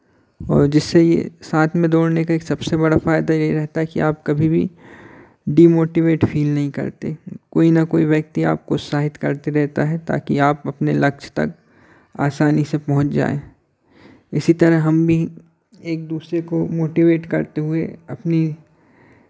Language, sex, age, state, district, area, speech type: Hindi, male, 30-45, Madhya Pradesh, Hoshangabad, urban, spontaneous